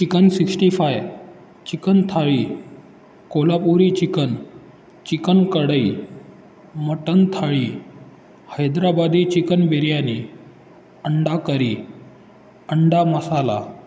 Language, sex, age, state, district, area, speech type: Marathi, male, 18-30, Maharashtra, Ratnagiri, urban, spontaneous